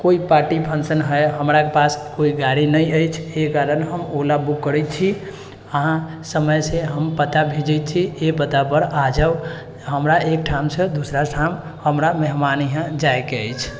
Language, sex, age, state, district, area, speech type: Maithili, male, 18-30, Bihar, Sitamarhi, rural, spontaneous